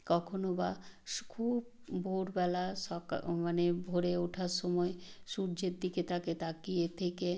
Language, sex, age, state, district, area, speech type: Bengali, female, 60+, West Bengal, South 24 Parganas, rural, spontaneous